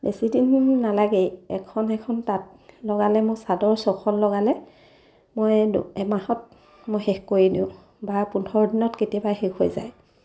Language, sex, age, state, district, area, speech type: Assamese, female, 30-45, Assam, Sivasagar, rural, spontaneous